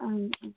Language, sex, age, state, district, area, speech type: Sanskrit, female, 18-30, Karnataka, Dharwad, urban, conversation